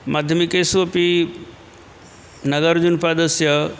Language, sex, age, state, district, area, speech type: Sanskrit, male, 60+, Uttar Pradesh, Ghazipur, urban, spontaneous